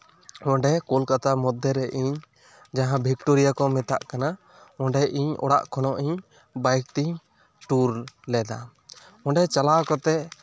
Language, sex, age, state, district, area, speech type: Santali, male, 18-30, West Bengal, Bankura, rural, spontaneous